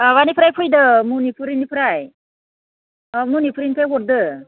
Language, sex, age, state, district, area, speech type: Bodo, female, 30-45, Assam, Baksa, rural, conversation